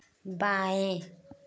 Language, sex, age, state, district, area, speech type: Hindi, female, 18-30, Uttar Pradesh, Azamgarh, rural, read